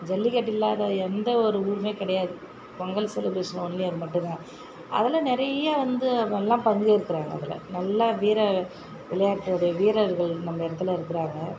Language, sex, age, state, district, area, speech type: Tamil, female, 45-60, Tamil Nadu, Viluppuram, urban, spontaneous